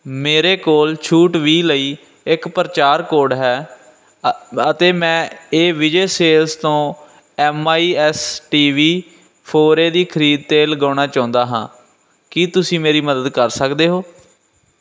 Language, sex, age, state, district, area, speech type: Punjabi, male, 18-30, Punjab, Firozpur, urban, read